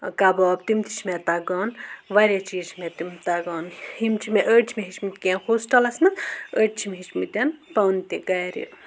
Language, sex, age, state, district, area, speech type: Kashmiri, female, 18-30, Jammu and Kashmir, Budgam, rural, spontaneous